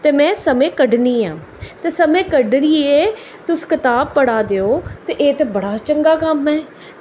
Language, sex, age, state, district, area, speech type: Dogri, female, 45-60, Jammu and Kashmir, Jammu, urban, spontaneous